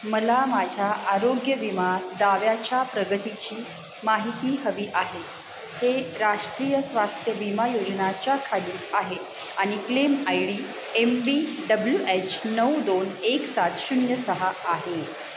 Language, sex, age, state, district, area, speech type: Marathi, female, 30-45, Maharashtra, Satara, rural, read